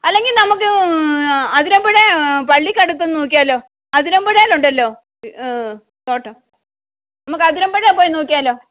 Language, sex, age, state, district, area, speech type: Malayalam, female, 45-60, Kerala, Kottayam, urban, conversation